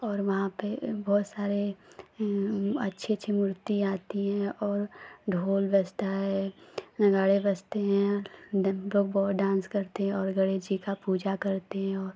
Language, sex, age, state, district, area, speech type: Hindi, female, 18-30, Uttar Pradesh, Ghazipur, urban, spontaneous